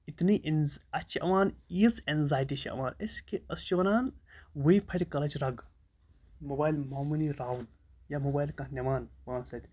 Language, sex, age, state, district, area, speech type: Kashmiri, female, 18-30, Jammu and Kashmir, Kupwara, rural, spontaneous